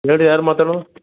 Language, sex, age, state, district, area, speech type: Kannada, male, 60+, Karnataka, Gulbarga, urban, conversation